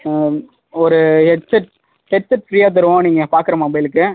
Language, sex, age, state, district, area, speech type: Tamil, male, 18-30, Tamil Nadu, Ariyalur, rural, conversation